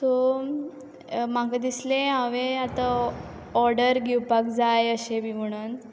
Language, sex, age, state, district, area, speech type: Goan Konkani, female, 18-30, Goa, Quepem, rural, spontaneous